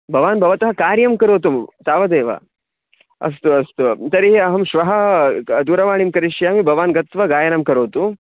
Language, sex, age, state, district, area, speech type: Sanskrit, male, 18-30, Karnataka, Chikkamagaluru, rural, conversation